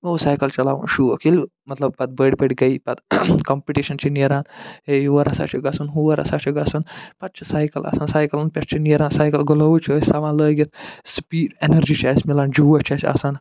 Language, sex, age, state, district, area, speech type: Kashmiri, male, 45-60, Jammu and Kashmir, Budgam, urban, spontaneous